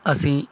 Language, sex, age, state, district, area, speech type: Punjabi, male, 30-45, Punjab, Bathinda, rural, spontaneous